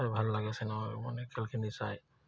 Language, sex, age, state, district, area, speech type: Assamese, male, 30-45, Assam, Dibrugarh, urban, spontaneous